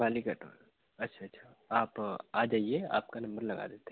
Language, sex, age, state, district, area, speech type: Hindi, male, 30-45, Madhya Pradesh, Betul, rural, conversation